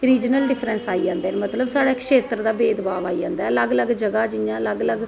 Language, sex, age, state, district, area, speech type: Dogri, female, 45-60, Jammu and Kashmir, Jammu, urban, spontaneous